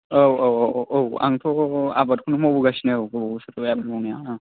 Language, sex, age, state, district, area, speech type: Bodo, male, 18-30, Assam, Chirang, urban, conversation